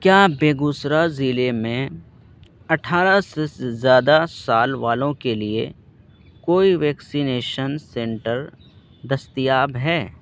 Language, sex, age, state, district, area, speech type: Urdu, male, 18-30, Bihar, Purnia, rural, read